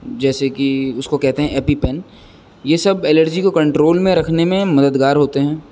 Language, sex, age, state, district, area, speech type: Urdu, male, 18-30, Uttar Pradesh, Rampur, urban, spontaneous